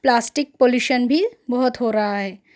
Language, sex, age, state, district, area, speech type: Urdu, female, 30-45, Telangana, Hyderabad, urban, spontaneous